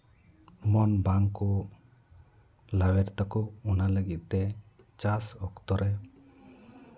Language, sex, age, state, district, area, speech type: Santali, male, 30-45, West Bengal, Purba Bardhaman, rural, spontaneous